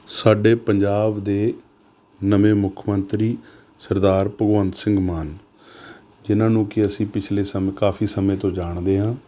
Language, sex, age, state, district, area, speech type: Punjabi, male, 30-45, Punjab, Rupnagar, rural, spontaneous